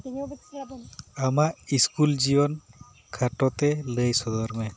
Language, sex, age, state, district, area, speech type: Santali, female, 18-30, West Bengal, Birbhum, rural, spontaneous